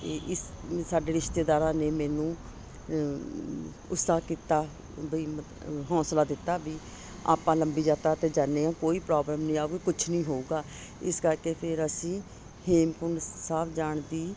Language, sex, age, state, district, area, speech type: Punjabi, female, 45-60, Punjab, Ludhiana, urban, spontaneous